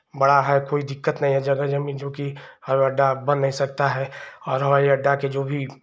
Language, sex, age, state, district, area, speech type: Hindi, male, 30-45, Uttar Pradesh, Chandauli, urban, spontaneous